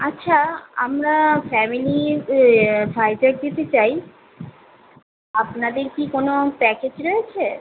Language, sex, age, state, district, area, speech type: Bengali, female, 18-30, West Bengal, Kolkata, urban, conversation